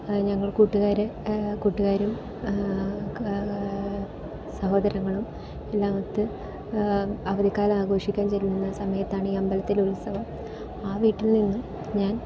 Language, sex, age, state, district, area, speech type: Malayalam, female, 18-30, Kerala, Ernakulam, rural, spontaneous